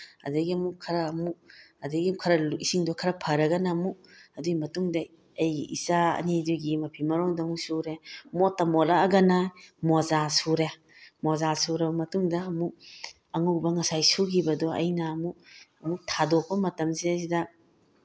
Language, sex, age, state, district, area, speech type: Manipuri, female, 45-60, Manipur, Bishnupur, rural, spontaneous